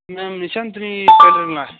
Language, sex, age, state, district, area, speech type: Tamil, male, 30-45, Tamil Nadu, Nilgiris, urban, conversation